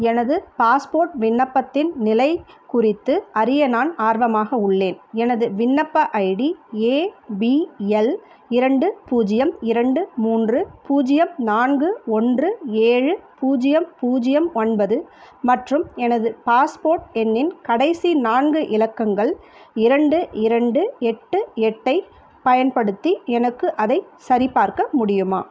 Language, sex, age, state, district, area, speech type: Tamil, female, 30-45, Tamil Nadu, Ranipet, urban, read